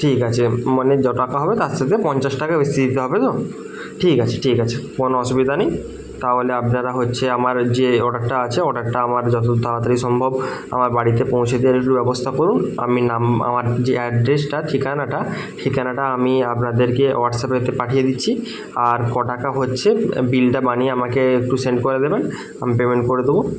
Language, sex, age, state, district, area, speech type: Bengali, male, 30-45, West Bengal, Bankura, urban, spontaneous